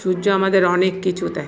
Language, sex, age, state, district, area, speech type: Bengali, female, 45-60, West Bengal, Paschim Bardhaman, urban, spontaneous